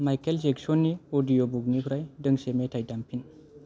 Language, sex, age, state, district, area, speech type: Bodo, male, 30-45, Assam, Kokrajhar, rural, read